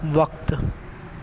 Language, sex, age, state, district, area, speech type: Urdu, male, 18-30, Delhi, East Delhi, urban, read